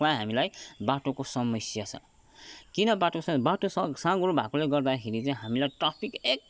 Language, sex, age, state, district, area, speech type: Nepali, male, 30-45, West Bengal, Kalimpong, rural, spontaneous